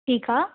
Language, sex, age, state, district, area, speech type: Sindhi, female, 18-30, Delhi, South Delhi, urban, conversation